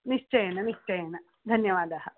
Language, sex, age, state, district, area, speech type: Sanskrit, female, 18-30, Karnataka, Bangalore Rural, rural, conversation